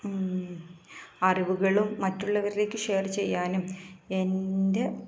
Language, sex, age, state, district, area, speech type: Malayalam, female, 18-30, Kerala, Malappuram, rural, spontaneous